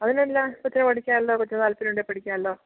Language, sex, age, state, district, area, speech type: Malayalam, female, 45-60, Kerala, Idukki, rural, conversation